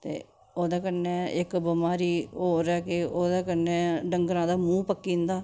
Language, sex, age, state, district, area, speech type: Dogri, female, 45-60, Jammu and Kashmir, Udhampur, urban, spontaneous